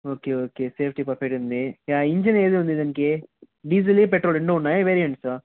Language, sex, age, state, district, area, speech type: Telugu, male, 45-60, Andhra Pradesh, Chittoor, rural, conversation